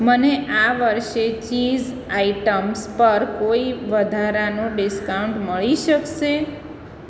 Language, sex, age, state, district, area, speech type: Gujarati, female, 45-60, Gujarat, Surat, urban, read